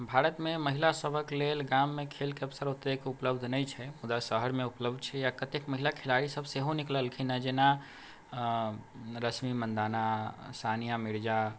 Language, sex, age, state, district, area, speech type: Maithili, male, 30-45, Bihar, Sitamarhi, rural, spontaneous